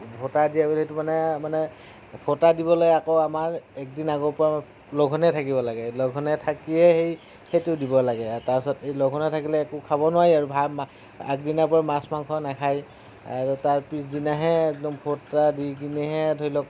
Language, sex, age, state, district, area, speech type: Assamese, male, 30-45, Assam, Darrang, rural, spontaneous